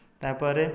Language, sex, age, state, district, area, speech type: Odia, male, 18-30, Odisha, Dhenkanal, rural, spontaneous